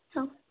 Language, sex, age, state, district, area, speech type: Odia, female, 18-30, Odisha, Bhadrak, rural, conversation